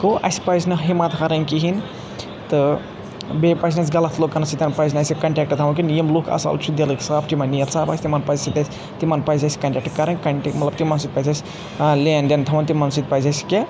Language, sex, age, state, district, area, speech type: Kashmiri, male, 30-45, Jammu and Kashmir, Kupwara, urban, spontaneous